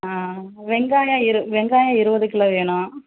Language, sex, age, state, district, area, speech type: Tamil, female, 45-60, Tamil Nadu, Thanjavur, rural, conversation